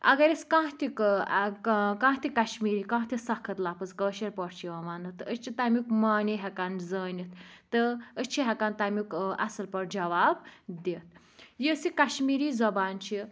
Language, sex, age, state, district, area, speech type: Kashmiri, female, 18-30, Jammu and Kashmir, Pulwama, rural, spontaneous